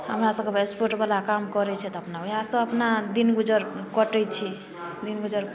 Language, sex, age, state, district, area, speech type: Maithili, female, 30-45, Bihar, Darbhanga, rural, spontaneous